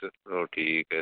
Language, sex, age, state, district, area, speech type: Hindi, male, 18-30, Rajasthan, Nagaur, rural, conversation